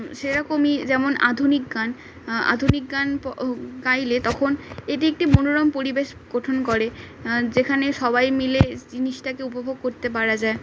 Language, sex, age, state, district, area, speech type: Bengali, female, 18-30, West Bengal, Howrah, urban, spontaneous